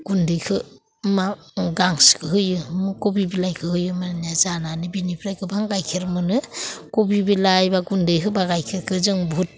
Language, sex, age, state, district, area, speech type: Bodo, female, 45-60, Assam, Udalguri, urban, spontaneous